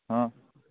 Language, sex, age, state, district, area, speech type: Hindi, male, 45-60, Madhya Pradesh, Seoni, urban, conversation